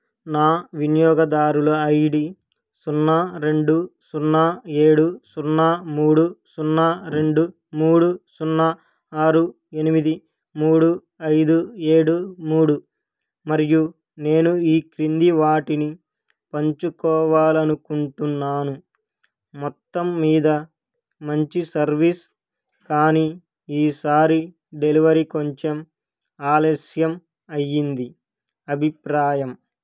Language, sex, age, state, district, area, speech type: Telugu, male, 18-30, Andhra Pradesh, Krishna, urban, read